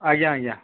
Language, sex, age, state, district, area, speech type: Odia, male, 45-60, Odisha, Nuapada, urban, conversation